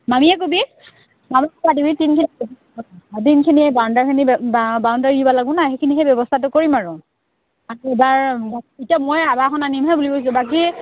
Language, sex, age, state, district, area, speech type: Assamese, female, 18-30, Assam, Udalguri, rural, conversation